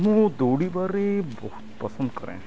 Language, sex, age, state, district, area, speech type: Odia, male, 45-60, Odisha, Sundergarh, urban, spontaneous